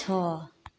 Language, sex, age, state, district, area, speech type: Hindi, female, 60+, Bihar, Begusarai, urban, read